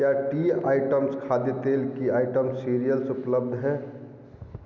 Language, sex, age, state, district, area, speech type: Hindi, male, 30-45, Bihar, Darbhanga, rural, read